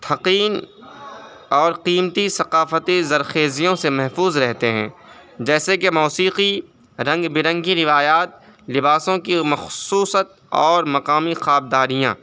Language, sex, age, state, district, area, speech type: Urdu, male, 18-30, Uttar Pradesh, Saharanpur, urban, spontaneous